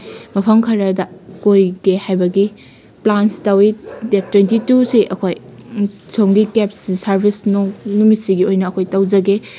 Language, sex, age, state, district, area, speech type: Manipuri, female, 18-30, Manipur, Kakching, rural, spontaneous